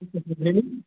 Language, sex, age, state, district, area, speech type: Kannada, male, 18-30, Karnataka, Bangalore Urban, urban, conversation